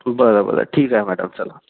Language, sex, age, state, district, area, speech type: Marathi, male, 45-60, Maharashtra, Nagpur, rural, conversation